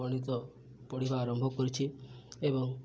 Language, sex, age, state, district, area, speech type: Odia, male, 18-30, Odisha, Subarnapur, urban, spontaneous